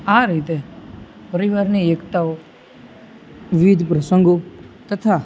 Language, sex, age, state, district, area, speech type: Gujarati, male, 18-30, Gujarat, Junagadh, urban, spontaneous